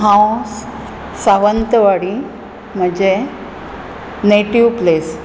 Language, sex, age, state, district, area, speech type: Goan Konkani, female, 45-60, Goa, Bardez, urban, spontaneous